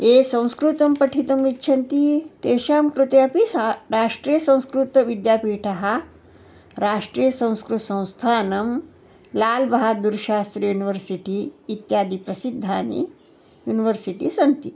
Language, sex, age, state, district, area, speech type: Sanskrit, female, 45-60, Karnataka, Belgaum, urban, spontaneous